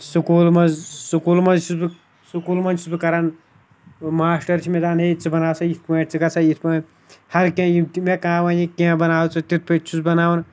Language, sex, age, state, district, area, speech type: Kashmiri, male, 18-30, Jammu and Kashmir, Kulgam, rural, spontaneous